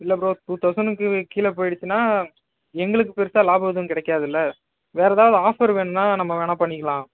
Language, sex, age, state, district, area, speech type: Tamil, male, 30-45, Tamil Nadu, Ariyalur, rural, conversation